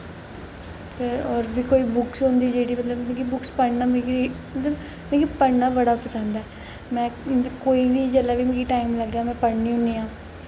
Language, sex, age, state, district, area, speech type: Dogri, female, 18-30, Jammu and Kashmir, Jammu, urban, spontaneous